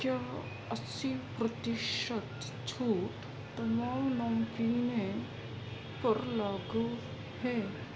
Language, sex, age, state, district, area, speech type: Urdu, female, 18-30, Uttar Pradesh, Gautam Buddha Nagar, urban, read